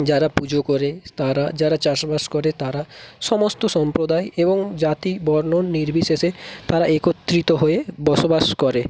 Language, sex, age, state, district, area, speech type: Bengali, male, 18-30, West Bengal, North 24 Parganas, rural, spontaneous